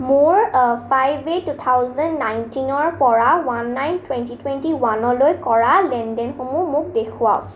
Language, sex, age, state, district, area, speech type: Assamese, female, 18-30, Assam, Nalbari, rural, read